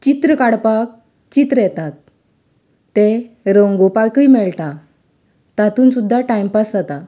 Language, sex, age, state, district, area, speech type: Goan Konkani, female, 30-45, Goa, Canacona, rural, spontaneous